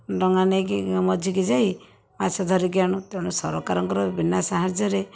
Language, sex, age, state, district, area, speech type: Odia, female, 45-60, Odisha, Jajpur, rural, spontaneous